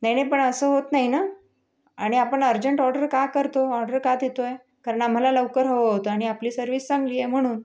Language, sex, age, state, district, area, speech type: Marathi, female, 30-45, Maharashtra, Amravati, urban, spontaneous